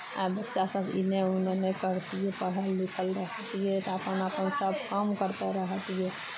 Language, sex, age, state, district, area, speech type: Maithili, female, 30-45, Bihar, Araria, rural, spontaneous